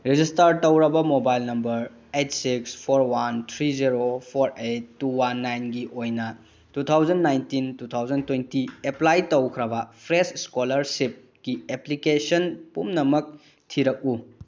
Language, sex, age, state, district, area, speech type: Manipuri, male, 30-45, Manipur, Bishnupur, rural, read